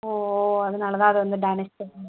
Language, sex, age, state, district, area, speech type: Tamil, female, 30-45, Tamil Nadu, Mayiladuthurai, rural, conversation